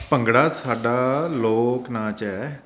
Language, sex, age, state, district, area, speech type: Punjabi, male, 30-45, Punjab, Faridkot, urban, spontaneous